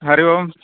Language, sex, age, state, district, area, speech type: Sanskrit, male, 45-60, Karnataka, Vijayanagara, rural, conversation